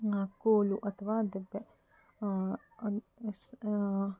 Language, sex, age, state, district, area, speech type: Kannada, female, 30-45, Karnataka, Davanagere, rural, spontaneous